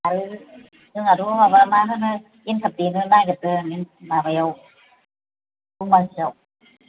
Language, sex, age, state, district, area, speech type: Bodo, female, 45-60, Assam, Kokrajhar, rural, conversation